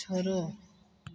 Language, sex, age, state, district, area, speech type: Hindi, female, 30-45, Bihar, Begusarai, rural, read